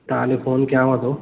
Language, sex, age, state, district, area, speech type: Sindhi, male, 30-45, Madhya Pradesh, Katni, rural, conversation